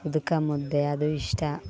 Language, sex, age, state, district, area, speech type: Kannada, female, 18-30, Karnataka, Vijayanagara, rural, spontaneous